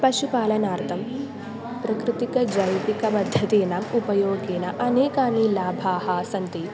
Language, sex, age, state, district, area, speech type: Sanskrit, female, 18-30, Kerala, Malappuram, rural, spontaneous